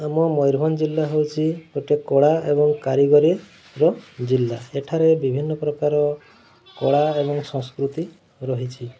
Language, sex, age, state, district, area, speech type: Odia, male, 30-45, Odisha, Mayurbhanj, rural, spontaneous